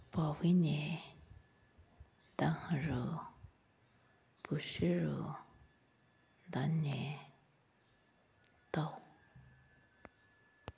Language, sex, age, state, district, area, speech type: Manipuri, female, 30-45, Manipur, Senapati, rural, spontaneous